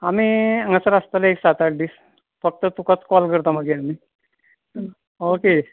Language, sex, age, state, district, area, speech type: Goan Konkani, male, 45-60, Goa, Ponda, rural, conversation